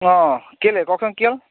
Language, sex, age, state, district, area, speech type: Assamese, male, 30-45, Assam, Charaideo, rural, conversation